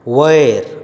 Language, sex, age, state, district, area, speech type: Goan Konkani, male, 18-30, Goa, Bardez, rural, read